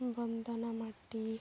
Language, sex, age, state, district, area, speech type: Santali, female, 18-30, West Bengal, Dakshin Dinajpur, rural, spontaneous